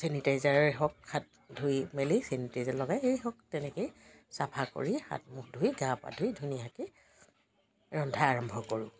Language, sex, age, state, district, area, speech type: Assamese, female, 60+, Assam, Dibrugarh, rural, spontaneous